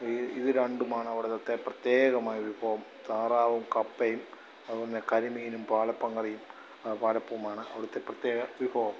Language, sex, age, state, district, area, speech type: Malayalam, male, 45-60, Kerala, Alappuzha, rural, spontaneous